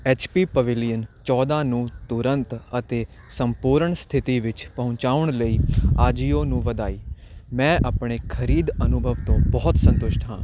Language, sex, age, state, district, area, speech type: Punjabi, male, 18-30, Punjab, Hoshiarpur, urban, read